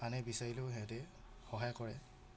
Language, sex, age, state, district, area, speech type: Assamese, male, 30-45, Assam, Dibrugarh, urban, spontaneous